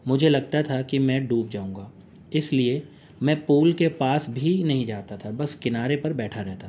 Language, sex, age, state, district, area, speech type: Urdu, male, 45-60, Uttar Pradesh, Gautam Buddha Nagar, urban, spontaneous